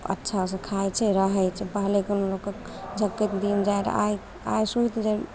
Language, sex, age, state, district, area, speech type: Maithili, female, 18-30, Bihar, Begusarai, rural, spontaneous